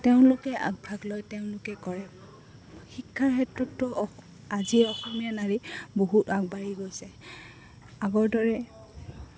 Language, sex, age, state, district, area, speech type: Assamese, female, 18-30, Assam, Goalpara, urban, spontaneous